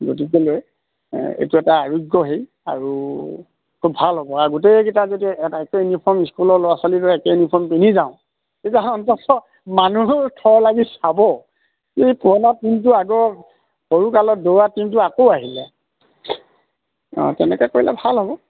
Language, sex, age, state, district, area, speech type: Assamese, male, 30-45, Assam, Lakhimpur, urban, conversation